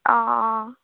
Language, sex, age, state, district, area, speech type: Assamese, female, 18-30, Assam, Golaghat, rural, conversation